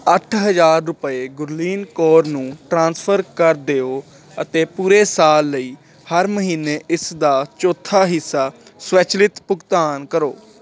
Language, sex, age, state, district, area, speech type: Punjabi, male, 18-30, Punjab, Ludhiana, urban, read